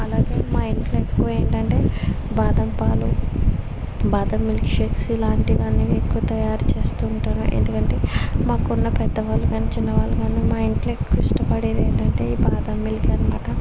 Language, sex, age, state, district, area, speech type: Telugu, female, 60+, Andhra Pradesh, Kakinada, rural, spontaneous